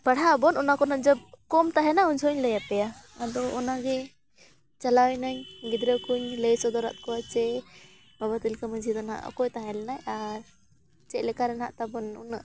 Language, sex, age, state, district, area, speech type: Santali, female, 18-30, Jharkhand, Bokaro, rural, spontaneous